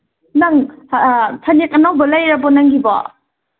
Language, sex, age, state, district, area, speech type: Manipuri, female, 18-30, Manipur, Kangpokpi, urban, conversation